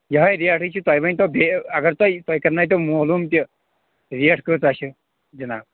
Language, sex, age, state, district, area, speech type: Kashmiri, male, 18-30, Jammu and Kashmir, Shopian, rural, conversation